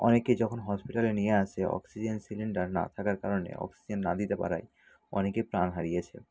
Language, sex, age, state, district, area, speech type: Bengali, male, 60+, West Bengal, Nadia, rural, spontaneous